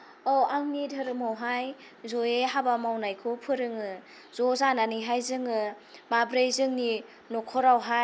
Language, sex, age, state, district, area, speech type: Bodo, female, 18-30, Assam, Kokrajhar, rural, spontaneous